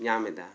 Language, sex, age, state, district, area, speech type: Santali, male, 30-45, West Bengal, Bankura, rural, spontaneous